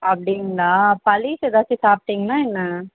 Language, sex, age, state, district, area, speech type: Tamil, female, 18-30, Tamil Nadu, Tirupattur, rural, conversation